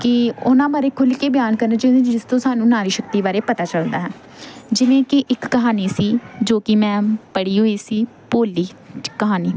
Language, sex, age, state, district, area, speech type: Punjabi, female, 18-30, Punjab, Pathankot, rural, spontaneous